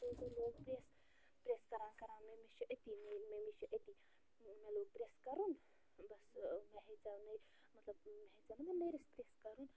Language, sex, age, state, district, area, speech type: Kashmiri, female, 30-45, Jammu and Kashmir, Bandipora, rural, spontaneous